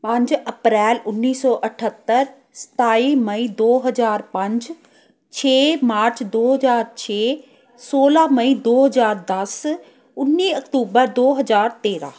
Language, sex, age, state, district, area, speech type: Punjabi, female, 45-60, Punjab, Amritsar, urban, spontaneous